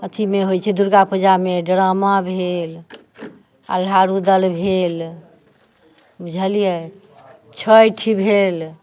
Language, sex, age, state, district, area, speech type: Maithili, female, 45-60, Bihar, Muzaffarpur, rural, spontaneous